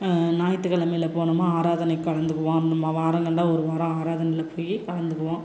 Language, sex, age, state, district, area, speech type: Tamil, female, 30-45, Tamil Nadu, Salem, rural, spontaneous